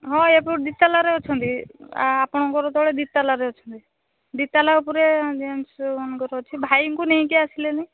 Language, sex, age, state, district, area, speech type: Odia, female, 18-30, Odisha, Balasore, rural, conversation